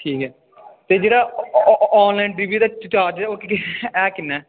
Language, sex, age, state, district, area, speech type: Dogri, male, 18-30, Jammu and Kashmir, Udhampur, urban, conversation